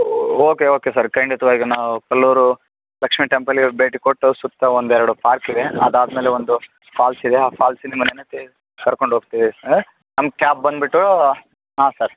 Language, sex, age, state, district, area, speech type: Kannada, male, 30-45, Karnataka, Raichur, rural, conversation